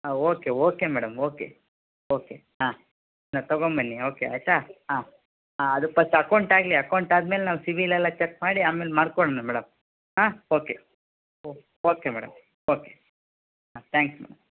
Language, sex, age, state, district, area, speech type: Kannada, male, 60+, Karnataka, Shimoga, rural, conversation